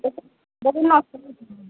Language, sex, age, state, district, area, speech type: Assamese, female, 18-30, Assam, Jorhat, urban, conversation